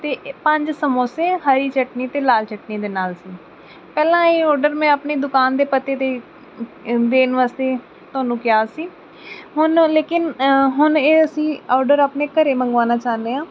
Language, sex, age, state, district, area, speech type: Punjabi, female, 18-30, Punjab, Mansa, urban, spontaneous